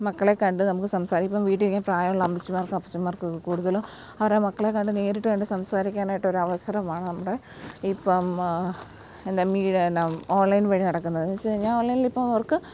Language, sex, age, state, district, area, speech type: Malayalam, female, 18-30, Kerala, Alappuzha, rural, spontaneous